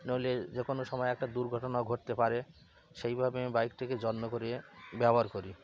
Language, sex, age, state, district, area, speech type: Bengali, male, 30-45, West Bengal, Cooch Behar, urban, spontaneous